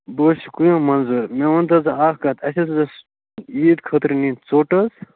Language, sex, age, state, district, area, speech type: Kashmiri, male, 30-45, Jammu and Kashmir, Bandipora, rural, conversation